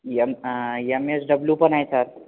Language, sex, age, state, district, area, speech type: Marathi, male, 18-30, Maharashtra, Yavatmal, rural, conversation